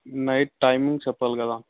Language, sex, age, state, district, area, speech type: Telugu, male, 18-30, Andhra Pradesh, Anantapur, urban, conversation